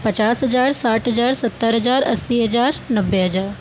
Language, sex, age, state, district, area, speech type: Hindi, female, 30-45, Uttar Pradesh, Lucknow, rural, spontaneous